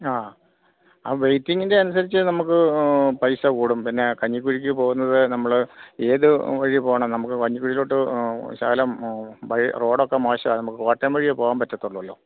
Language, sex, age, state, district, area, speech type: Malayalam, male, 45-60, Kerala, Kottayam, rural, conversation